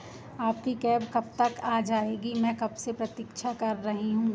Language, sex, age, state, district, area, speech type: Hindi, female, 18-30, Madhya Pradesh, Seoni, urban, spontaneous